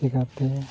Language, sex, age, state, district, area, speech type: Santali, male, 45-60, Odisha, Mayurbhanj, rural, spontaneous